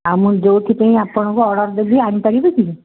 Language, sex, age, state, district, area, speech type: Odia, female, 60+, Odisha, Gajapati, rural, conversation